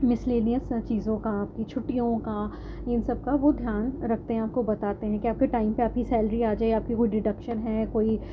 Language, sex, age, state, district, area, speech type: Urdu, female, 30-45, Delhi, North East Delhi, urban, spontaneous